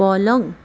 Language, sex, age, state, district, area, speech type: Nepali, female, 45-60, West Bengal, Darjeeling, rural, read